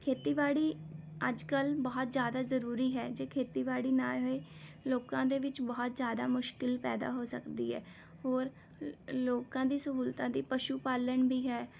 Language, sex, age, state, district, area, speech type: Punjabi, female, 18-30, Punjab, Rupnagar, urban, spontaneous